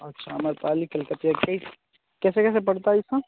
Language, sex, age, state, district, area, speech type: Hindi, male, 18-30, Bihar, Muzaffarpur, rural, conversation